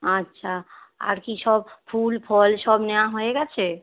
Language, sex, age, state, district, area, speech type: Bengali, female, 45-60, West Bengal, Hooghly, rural, conversation